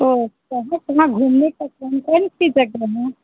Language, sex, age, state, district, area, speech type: Hindi, female, 30-45, Bihar, Muzaffarpur, rural, conversation